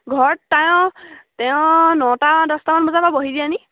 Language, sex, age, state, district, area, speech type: Assamese, female, 18-30, Assam, Sivasagar, rural, conversation